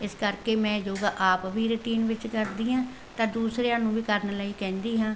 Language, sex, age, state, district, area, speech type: Punjabi, female, 60+, Punjab, Barnala, rural, spontaneous